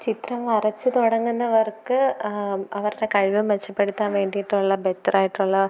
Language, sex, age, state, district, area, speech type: Malayalam, female, 18-30, Kerala, Thiruvananthapuram, rural, spontaneous